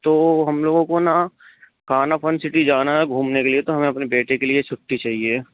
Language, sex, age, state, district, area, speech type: Hindi, male, 60+, Madhya Pradesh, Bhopal, urban, conversation